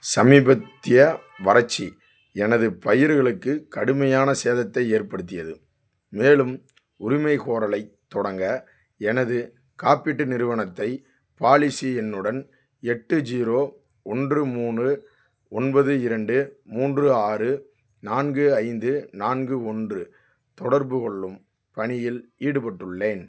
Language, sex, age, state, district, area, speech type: Tamil, male, 45-60, Tamil Nadu, Theni, rural, read